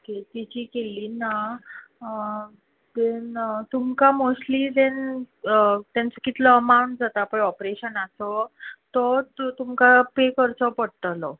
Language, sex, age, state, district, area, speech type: Goan Konkani, female, 30-45, Goa, Tiswadi, rural, conversation